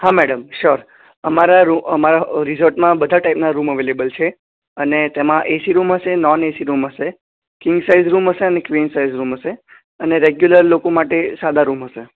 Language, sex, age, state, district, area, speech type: Gujarati, male, 18-30, Gujarat, Anand, urban, conversation